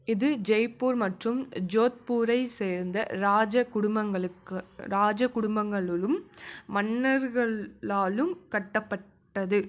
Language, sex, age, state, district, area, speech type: Tamil, female, 18-30, Tamil Nadu, Krishnagiri, rural, read